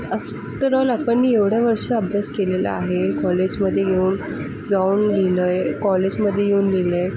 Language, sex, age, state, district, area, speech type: Marathi, female, 45-60, Maharashtra, Thane, urban, spontaneous